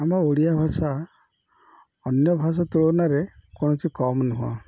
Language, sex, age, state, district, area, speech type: Odia, male, 45-60, Odisha, Jagatsinghpur, urban, spontaneous